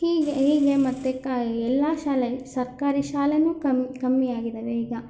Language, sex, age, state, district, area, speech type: Kannada, female, 18-30, Karnataka, Chitradurga, rural, spontaneous